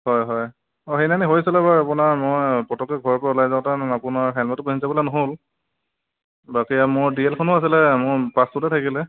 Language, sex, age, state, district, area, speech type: Assamese, male, 18-30, Assam, Dhemaji, rural, conversation